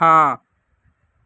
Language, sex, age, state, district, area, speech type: Urdu, male, 45-60, Uttar Pradesh, Aligarh, urban, read